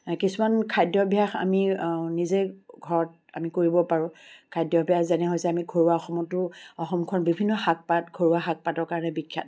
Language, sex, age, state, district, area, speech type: Assamese, female, 45-60, Assam, Charaideo, urban, spontaneous